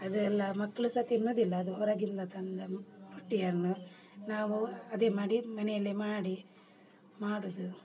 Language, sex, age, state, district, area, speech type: Kannada, female, 45-60, Karnataka, Udupi, rural, spontaneous